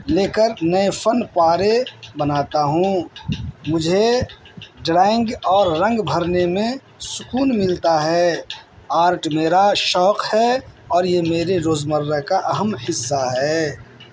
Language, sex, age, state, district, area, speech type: Urdu, male, 60+, Bihar, Madhubani, rural, spontaneous